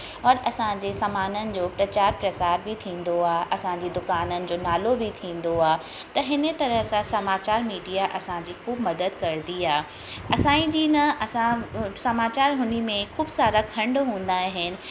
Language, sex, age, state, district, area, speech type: Sindhi, female, 30-45, Uttar Pradesh, Lucknow, rural, spontaneous